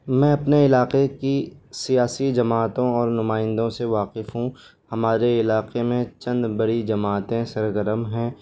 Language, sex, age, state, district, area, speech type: Urdu, male, 18-30, Delhi, New Delhi, rural, spontaneous